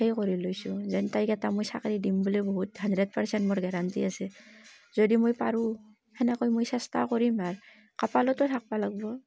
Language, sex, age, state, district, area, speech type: Assamese, female, 30-45, Assam, Barpeta, rural, spontaneous